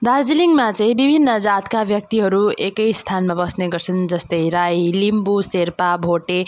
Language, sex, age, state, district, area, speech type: Nepali, female, 30-45, West Bengal, Darjeeling, rural, spontaneous